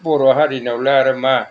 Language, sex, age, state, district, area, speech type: Bodo, male, 60+, Assam, Kokrajhar, rural, spontaneous